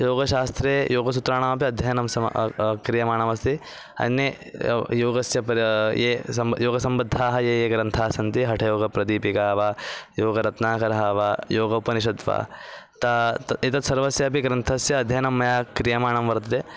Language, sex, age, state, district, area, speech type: Sanskrit, male, 18-30, Maharashtra, Thane, urban, spontaneous